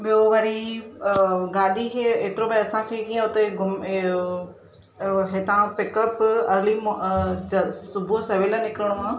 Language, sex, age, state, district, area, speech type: Sindhi, female, 30-45, Maharashtra, Thane, urban, spontaneous